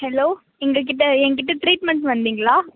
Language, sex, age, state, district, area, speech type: Tamil, female, 18-30, Tamil Nadu, Krishnagiri, rural, conversation